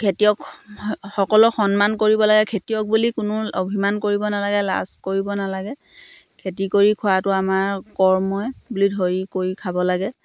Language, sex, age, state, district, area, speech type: Assamese, female, 30-45, Assam, Dhemaji, rural, spontaneous